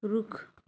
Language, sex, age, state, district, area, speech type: Nepali, female, 30-45, West Bengal, Jalpaiguri, urban, read